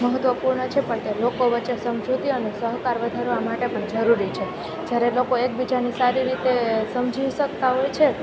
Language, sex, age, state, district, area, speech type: Gujarati, female, 18-30, Gujarat, Junagadh, rural, spontaneous